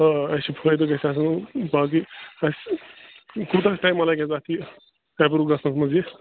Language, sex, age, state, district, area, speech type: Kashmiri, male, 18-30, Jammu and Kashmir, Bandipora, rural, conversation